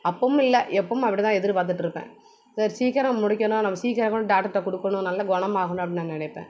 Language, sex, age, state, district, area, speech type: Tamil, female, 30-45, Tamil Nadu, Thoothukudi, urban, spontaneous